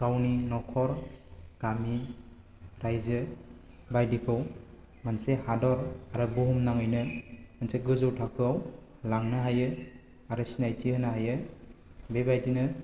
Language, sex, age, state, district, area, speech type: Bodo, male, 18-30, Assam, Baksa, rural, spontaneous